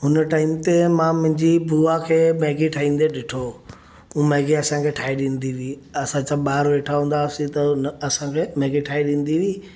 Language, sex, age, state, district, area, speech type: Sindhi, male, 30-45, Maharashtra, Mumbai Suburban, urban, spontaneous